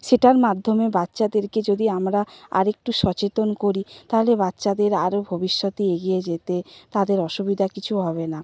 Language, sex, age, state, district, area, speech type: Bengali, female, 45-60, West Bengal, Purba Medinipur, rural, spontaneous